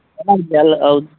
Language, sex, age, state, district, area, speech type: Kannada, male, 30-45, Karnataka, Udupi, rural, conversation